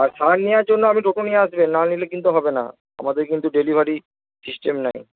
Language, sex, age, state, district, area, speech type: Bengali, male, 18-30, West Bengal, Purba Bardhaman, urban, conversation